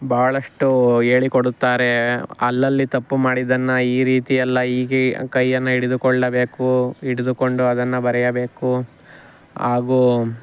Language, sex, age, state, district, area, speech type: Kannada, male, 45-60, Karnataka, Bangalore Rural, rural, spontaneous